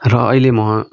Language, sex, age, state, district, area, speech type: Nepali, male, 18-30, West Bengal, Darjeeling, rural, spontaneous